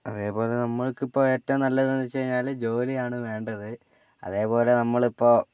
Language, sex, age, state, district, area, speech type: Malayalam, male, 30-45, Kerala, Wayanad, rural, spontaneous